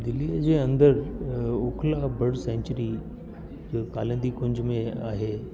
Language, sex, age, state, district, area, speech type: Sindhi, male, 60+, Delhi, South Delhi, urban, spontaneous